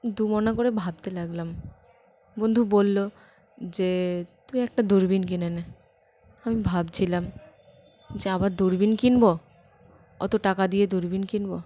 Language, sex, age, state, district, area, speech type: Bengali, female, 18-30, West Bengal, Birbhum, urban, spontaneous